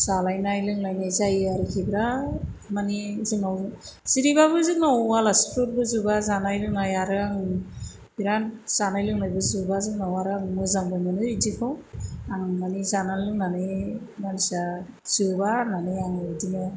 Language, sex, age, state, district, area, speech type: Bodo, female, 45-60, Assam, Chirang, rural, spontaneous